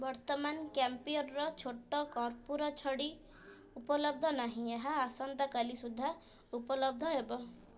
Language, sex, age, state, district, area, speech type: Odia, female, 18-30, Odisha, Kendrapara, urban, read